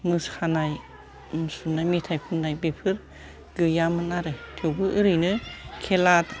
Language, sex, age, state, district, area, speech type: Bodo, female, 60+, Assam, Kokrajhar, urban, spontaneous